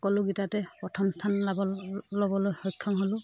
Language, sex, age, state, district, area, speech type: Assamese, female, 30-45, Assam, Dibrugarh, rural, spontaneous